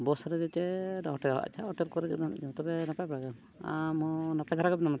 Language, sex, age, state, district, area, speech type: Santali, male, 45-60, Odisha, Mayurbhanj, rural, spontaneous